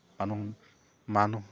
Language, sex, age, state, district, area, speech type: Assamese, male, 45-60, Assam, Dibrugarh, urban, spontaneous